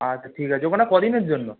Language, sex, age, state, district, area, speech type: Bengali, male, 18-30, West Bengal, Howrah, urban, conversation